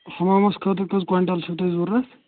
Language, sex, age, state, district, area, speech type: Kashmiri, male, 18-30, Jammu and Kashmir, Anantnag, rural, conversation